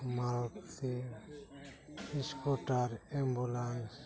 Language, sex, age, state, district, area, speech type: Santali, male, 60+, West Bengal, Dakshin Dinajpur, rural, spontaneous